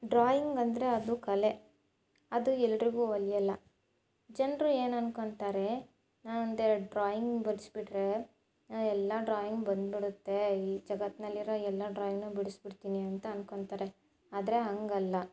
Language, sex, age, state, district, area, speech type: Kannada, female, 18-30, Karnataka, Chitradurga, rural, spontaneous